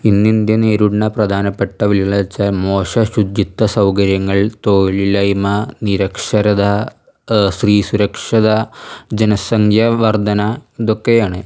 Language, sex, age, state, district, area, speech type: Malayalam, male, 18-30, Kerala, Thrissur, rural, spontaneous